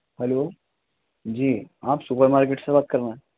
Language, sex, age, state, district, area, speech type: Urdu, male, 18-30, Delhi, East Delhi, urban, conversation